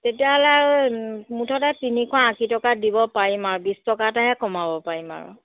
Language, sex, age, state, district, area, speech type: Assamese, female, 30-45, Assam, Biswanath, rural, conversation